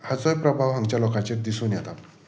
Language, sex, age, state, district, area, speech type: Goan Konkani, male, 30-45, Goa, Salcete, rural, spontaneous